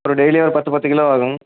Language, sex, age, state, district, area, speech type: Tamil, male, 18-30, Tamil Nadu, Erode, rural, conversation